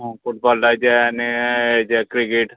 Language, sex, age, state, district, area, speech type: Goan Konkani, male, 30-45, Goa, Murmgao, rural, conversation